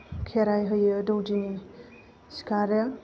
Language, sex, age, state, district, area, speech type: Bodo, female, 30-45, Assam, Kokrajhar, rural, spontaneous